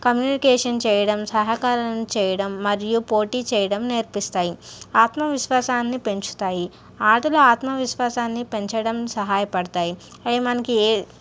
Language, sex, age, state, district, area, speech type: Telugu, female, 60+, Andhra Pradesh, N T Rama Rao, urban, spontaneous